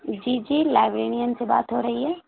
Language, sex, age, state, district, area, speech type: Urdu, female, 18-30, Bihar, Saharsa, rural, conversation